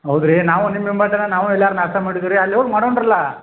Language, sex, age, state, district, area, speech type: Kannada, male, 45-60, Karnataka, Belgaum, rural, conversation